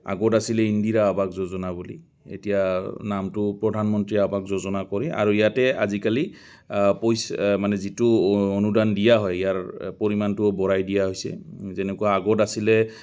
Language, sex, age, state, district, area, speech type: Assamese, male, 45-60, Assam, Goalpara, rural, spontaneous